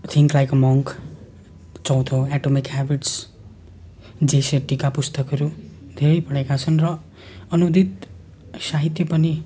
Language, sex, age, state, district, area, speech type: Nepali, male, 18-30, West Bengal, Darjeeling, rural, spontaneous